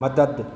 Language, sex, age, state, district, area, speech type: Sindhi, male, 60+, Maharashtra, Thane, urban, read